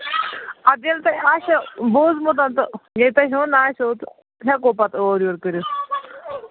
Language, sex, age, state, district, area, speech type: Kashmiri, female, 30-45, Jammu and Kashmir, Bandipora, rural, conversation